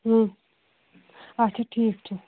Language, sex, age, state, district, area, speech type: Kashmiri, female, 18-30, Jammu and Kashmir, Pulwama, urban, conversation